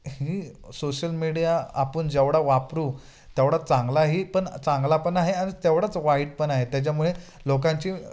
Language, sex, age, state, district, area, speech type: Marathi, male, 18-30, Maharashtra, Ratnagiri, rural, spontaneous